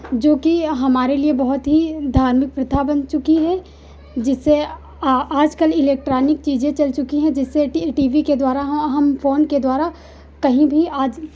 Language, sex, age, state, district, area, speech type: Hindi, female, 30-45, Uttar Pradesh, Lucknow, rural, spontaneous